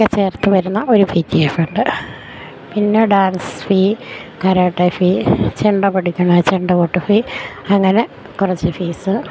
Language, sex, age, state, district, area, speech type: Malayalam, female, 30-45, Kerala, Idukki, rural, spontaneous